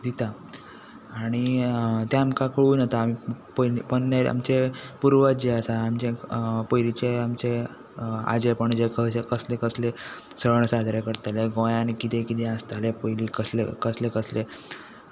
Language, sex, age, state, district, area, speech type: Goan Konkani, male, 18-30, Goa, Tiswadi, rural, spontaneous